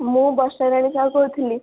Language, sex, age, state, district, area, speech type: Odia, female, 18-30, Odisha, Kendujhar, urban, conversation